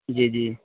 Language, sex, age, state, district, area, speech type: Urdu, male, 18-30, Uttar Pradesh, Saharanpur, urban, conversation